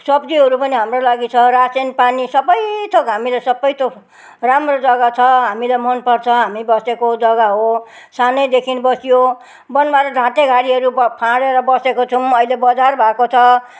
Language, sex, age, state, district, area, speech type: Nepali, female, 60+, West Bengal, Jalpaiguri, rural, spontaneous